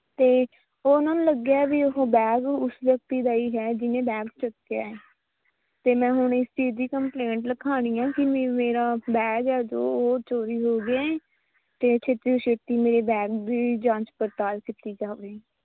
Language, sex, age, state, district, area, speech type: Punjabi, female, 18-30, Punjab, Mohali, rural, conversation